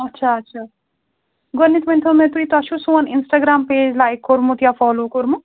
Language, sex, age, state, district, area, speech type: Kashmiri, female, 30-45, Jammu and Kashmir, Srinagar, urban, conversation